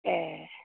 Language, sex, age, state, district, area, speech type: Bodo, female, 30-45, Assam, Chirang, rural, conversation